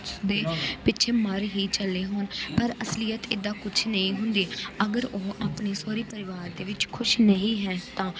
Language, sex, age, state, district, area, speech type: Punjabi, female, 18-30, Punjab, Gurdaspur, rural, spontaneous